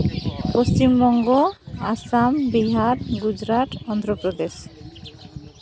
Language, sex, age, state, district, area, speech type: Santali, female, 30-45, West Bengal, Malda, rural, spontaneous